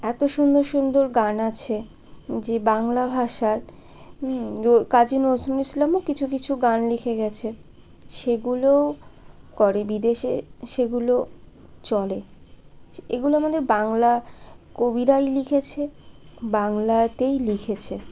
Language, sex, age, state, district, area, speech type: Bengali, female, 18-30, West Bengal, Birbhum, urban, spontaneous